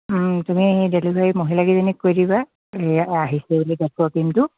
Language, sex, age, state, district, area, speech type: Assamese, female, 45-60, Assam, Dibrugarh, rural, conversation